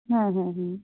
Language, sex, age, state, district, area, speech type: Bengali, female, 60+, West Bengal, Nadia, rural, conversation